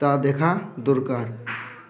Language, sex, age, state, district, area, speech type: Bengali, male, 18-30, West Bengal, Uttar Dinajpur, urban, spontaneous